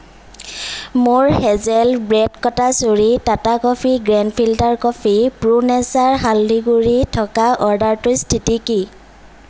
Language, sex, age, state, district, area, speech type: Assamese, female, 18-30, Assam, Lakhimpur, rural, read